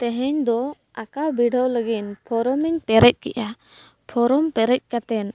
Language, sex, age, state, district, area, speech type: Santali, female, 18-30, Jharkhand, East Singhbhum, rural, spontaneous